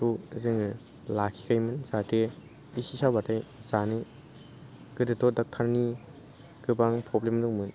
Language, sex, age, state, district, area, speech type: Bodo, male, 18-30, Assam, Baksa, rural, spontaneous